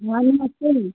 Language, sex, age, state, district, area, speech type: Hindi, female, 30-45, Uttar Pradesh, Azamgarh, rural, conversation